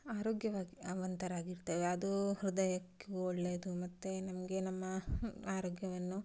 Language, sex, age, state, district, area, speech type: Kannada, female, 30-45, Karnataka, Udupi, rural, spontaneous